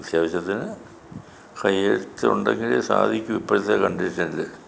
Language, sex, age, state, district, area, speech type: Malayalam, male, 60+, Kerala, Kollam, rural, spontaneous